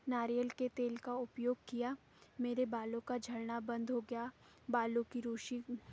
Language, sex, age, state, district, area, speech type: Hindi, female, 18-30, Madhya Pradesh, Betul, urban, spontaneous